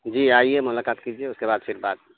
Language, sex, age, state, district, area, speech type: Urdu, male, 18-30, Bihar, Araria, rural, conversation